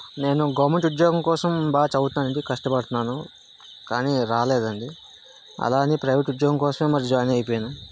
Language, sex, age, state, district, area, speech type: Telugu, male, 60+, Andhra Pradesh, Vizianagaram, rural, spontaneous